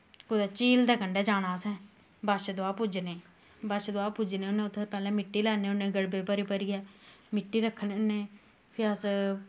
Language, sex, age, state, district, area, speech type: Dogri, female, 30-45, Jammu and Kashmir, Samba, rural, spontaneous